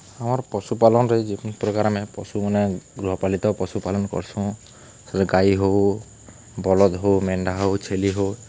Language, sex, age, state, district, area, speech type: Odia, male, 18-30, Odisha, Balangir, urban, spontaneous